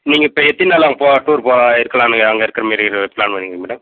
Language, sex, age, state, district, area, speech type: Tamil, male, 45-60, Tamil Nadu, Viluppuram, rural, conversation